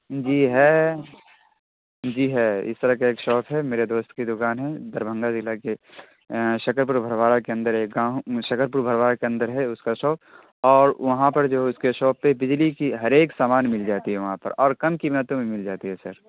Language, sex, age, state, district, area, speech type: Urdu, male, 30-45, Bihar, Darbhanga, urban, conversation